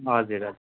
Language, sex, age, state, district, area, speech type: Nepali, male, 30-45, West Bengal, Jalpaiguri, rural, conversation